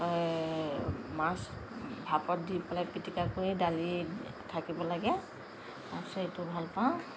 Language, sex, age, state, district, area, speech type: Assamese, female, 45-60, Assam, Kamrup Metropolitan, urban, spontaneous